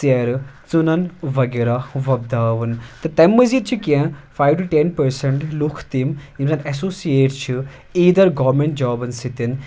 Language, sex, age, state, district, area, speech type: Kashmiri, male, 30-45, Jammu and Kashmir, Anantnag, rural, spontaneous